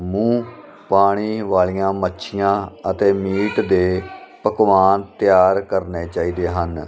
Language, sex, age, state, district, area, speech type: Punjabi, male, 45-60, Punjab, Firozpur, rural, read